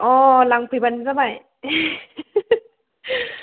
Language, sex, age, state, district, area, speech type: Bodo, female, 18-30, Assam, Udalguri, rural, conversation